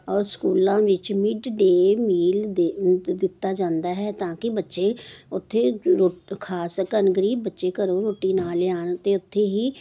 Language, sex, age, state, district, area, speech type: Punjabi, female, 60+, Punjab, Jalandhar, urban, spontaneous